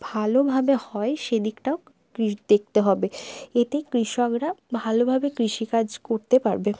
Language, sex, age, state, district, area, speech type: Bengali, female, 18-30, West Bengal, Bankura, urban, spontaneous